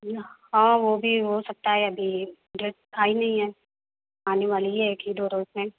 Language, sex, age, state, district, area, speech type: Urdu, female, 30-45, Uttar Pradesh, Mau, urban, conversation